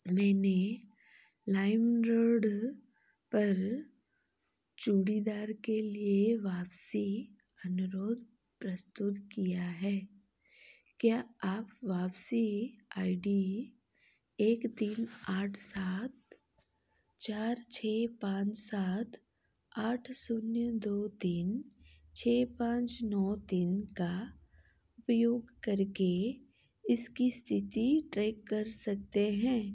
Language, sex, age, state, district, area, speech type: Hindi, female, 45-60, Madhya Pradesh, Chhindwara, rural, read